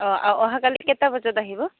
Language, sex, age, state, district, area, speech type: Assamese, female, 30-45, Assam, Goalpara, urban, conversation